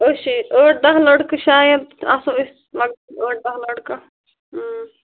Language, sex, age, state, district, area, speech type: Kashmiri, female, 30-45, Jammu and Kashmir, Bandipora, rural, conversation